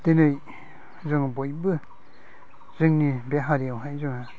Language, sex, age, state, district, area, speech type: Bodo, male, 45-60, Assam, Udalguri, rural, spontaneous